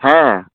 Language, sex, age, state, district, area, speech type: Santali, male, 18-30, West Bengal, Bankura, rural, conversation